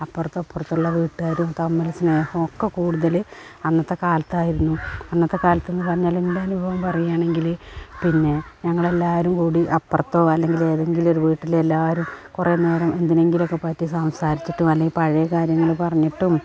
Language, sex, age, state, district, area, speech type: Malayalam, female, 45-60, Kerala, Malappuram, rural, spontaneous